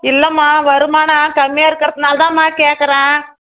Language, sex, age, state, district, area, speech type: Tamil, female, 30-45, Tamil Nadu, Tirupattur, rural, conversation